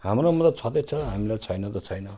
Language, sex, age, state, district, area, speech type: Nepali, male, 45-60, West Bengal, Jalpaiguri, rural, spontaneous